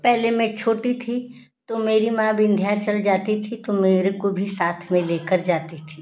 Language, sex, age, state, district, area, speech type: Hindi, female, 45-60, Uttar Pradesh, Ghazipur, rural, spontaneous